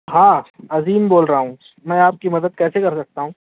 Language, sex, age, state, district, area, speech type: Urdu, male, 18-30, Maharashtra, Nashik, urban, conversation